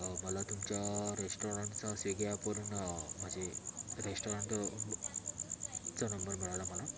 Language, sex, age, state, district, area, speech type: Marathi, male, 30-45, Maharashtra, Thane, urban, spontaneous